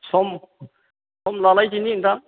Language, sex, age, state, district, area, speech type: Bodo, male, 45-60, Assam, Chirang, urban, conversation